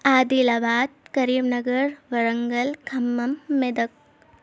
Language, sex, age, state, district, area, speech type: Urdu, female, 18-30, Telangana, Hyderabad, urban, spontaneous